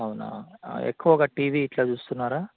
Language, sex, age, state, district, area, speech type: Telugu, male, 18-30, Telangana, Karimnagar, urban, conversation